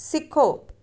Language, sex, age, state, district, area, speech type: Punjabi, female, 30-45, Punjab, Amritsar, rural, read